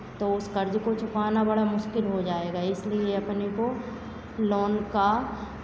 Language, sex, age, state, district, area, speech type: Hindi, female, 45-60, Madhya Pradesh, Hoshangabad, urban, spontaneous